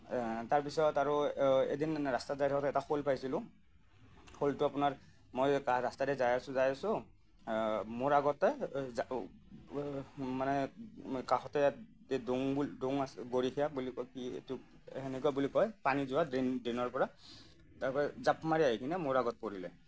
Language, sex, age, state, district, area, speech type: Assamese, male, 30-45, Assam, Nagaon, rural, spontaneous